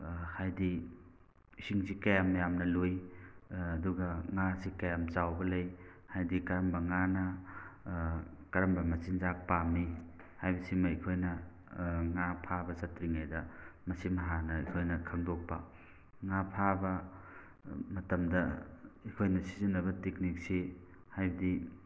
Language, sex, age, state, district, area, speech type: Manipuri, male, 45-60, Manipur, Thoubal, rural, spontaneous